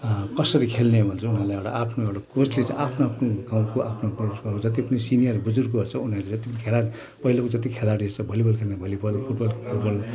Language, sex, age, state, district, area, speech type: Nepali, male, 60+, West Bengal, Kalimpong, rural, spontaneous